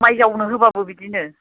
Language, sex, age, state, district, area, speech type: Bodo, female, 45-60, Assam, Baksa, rural, conversation